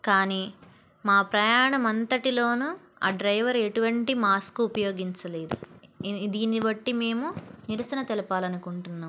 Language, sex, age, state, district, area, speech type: Telugu, female, 18-30, Andhra Pradesh, Palnadu, rural, spontaneous